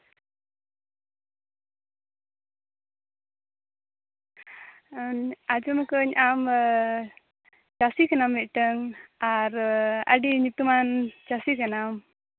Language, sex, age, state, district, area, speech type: Santali, female, 18-30, Jharkhand, Seraikela Kharsawan, rural, conversation